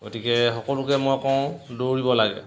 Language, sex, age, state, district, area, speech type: Assamese, male, 45-60, Assam, Dhemaji, rural, spontaneous